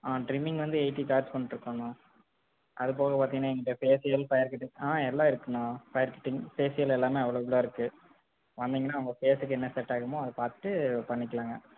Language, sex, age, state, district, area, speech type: Tamil, male, 18-30, Tamil Nadu, Erode, rural, conversation